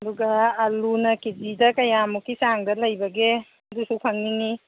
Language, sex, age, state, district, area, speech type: Manipuri, female, 30-45, Manipur, Kangpokpi, urban, conversation